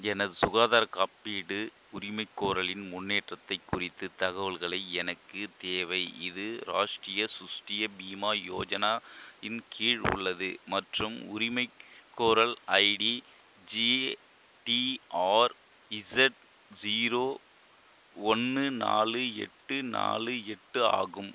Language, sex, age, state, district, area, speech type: Tamil, male, 30-45, Tamil Nadu, Chengalpattu, rural, read